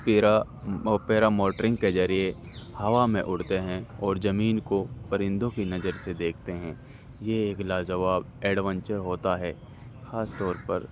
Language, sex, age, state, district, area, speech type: Urdu, male, 30-45, Delhi, North East Delhi, urban, spontaneous